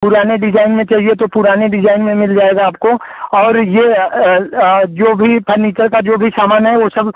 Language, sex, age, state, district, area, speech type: Hindi, male, 30-45, Uttar Pradesh, Jaunpur, rural, conversation